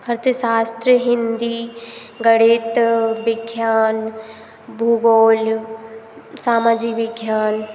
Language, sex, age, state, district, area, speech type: Hindi, female, 18-30, Madhya Pradesh, Hoshangabad, rural, spontaneous